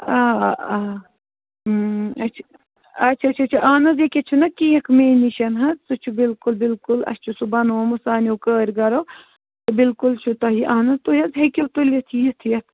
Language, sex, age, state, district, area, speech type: Kashmiri, female, 45-60, Jammu and Kashmir, Bandipora, rural, conversation